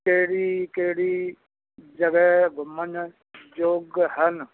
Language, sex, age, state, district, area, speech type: Punjabi, male, 60+, Punjab, Bathinda, urban, conversation